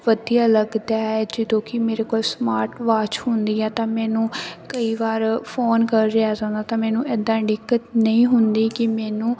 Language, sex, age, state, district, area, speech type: Punjabi, female, 18-30, Punjab, Sangrur, rural, spontaneous